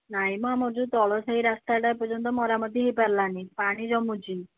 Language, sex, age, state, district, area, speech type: Odia, female, 60+, Odisha, Jajpur, rural, conversation